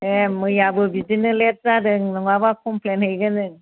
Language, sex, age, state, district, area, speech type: Bodo, female, 45-60, Assam, Chirang, rural, conversation